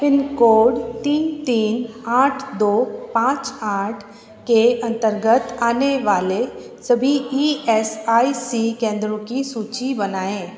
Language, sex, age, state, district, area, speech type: Hindi, female, 30-45, Rajasthan, Jodhpur, urban, read